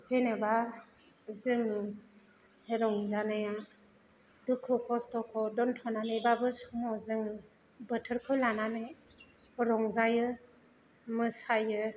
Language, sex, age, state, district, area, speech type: Bodo, female, 45-60, Assam, Chirang, rural, spontaneous